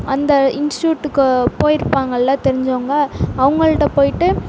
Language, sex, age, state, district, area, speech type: Tamil, female, 18-30, Tamil Nadu, Sivaganga, rural, spontaneous